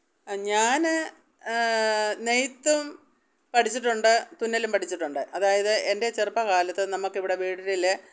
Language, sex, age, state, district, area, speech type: Malayalam, female, 60+, Kerala, Pathanamthitta, rural, spontaneous